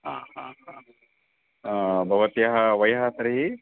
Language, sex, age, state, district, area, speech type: Sanskrit, male, 30-45, Karnataka, Shimoga, rural, conversation